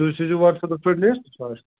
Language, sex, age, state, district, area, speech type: Kashmiri, male, 30-45, Jammu and Kashmir, Srinagar, rural, conversation